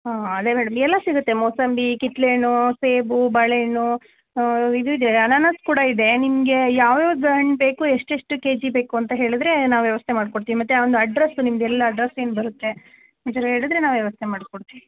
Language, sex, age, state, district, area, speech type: Kannada, female, 30-45, Karnataka, Mandya, rural, conversation